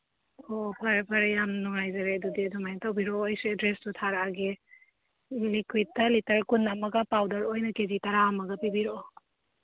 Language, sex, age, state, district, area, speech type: Manipuri, female, 45-60, Manipur, Churachandpur, urban, conversation